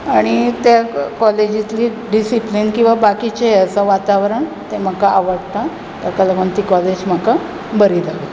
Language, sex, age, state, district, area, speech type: Goan Konkani, female, 45-60, Goa, Bardez, urban, spontaneous